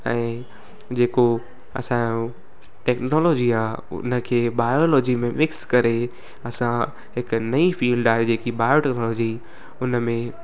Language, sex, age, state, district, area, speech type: Sindhi, male, 18-30, Gujarat, Surat, urban, spontaneous